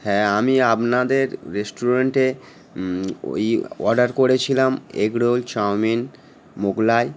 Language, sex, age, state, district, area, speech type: Bengali, male, 18-30, West Bengal, Howrah, urban, spontaneous